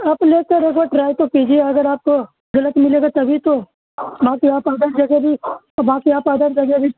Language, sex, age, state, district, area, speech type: Urdu, male, 30-45, Bihar, Supaul, rural, conversation